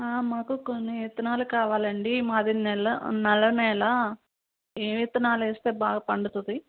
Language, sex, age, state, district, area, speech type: Telugu, female, 30-45, Andhra Pradesh, Palnadu, rural, conversation